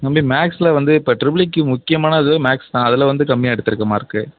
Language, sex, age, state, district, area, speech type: Tamil, male, 18-30, Tamil Nadu, Mayiladuthurai, urban, conversation